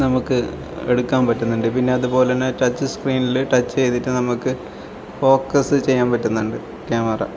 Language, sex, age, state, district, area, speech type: Malayalam, male, 30-45, Kerala, Kasaragod, rural, spontaneous